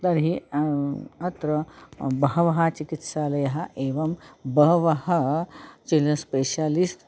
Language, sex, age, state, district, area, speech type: Sanskrit, female, 45-60, Maharashtra, Nagpur, urban, spontaneous